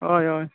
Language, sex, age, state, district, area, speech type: Goan Konkani, male, 18-30, Goa, Tiswadi, rural, conversation